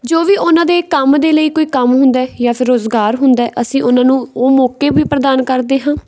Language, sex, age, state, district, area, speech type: Punjabi, female, 18-30, Punjab, Patiala, rural, spontaneous